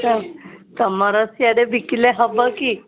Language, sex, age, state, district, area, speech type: Odia, female, 45-60, Odisha, Sundergarh, urban, conversation